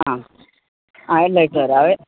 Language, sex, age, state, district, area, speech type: Malayalam, female, 45-60, Kerala, Idukki, rural, conversation